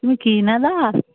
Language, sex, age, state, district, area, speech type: Bengali, female, 60+, West Bengal, Darjeeling, rural, conversation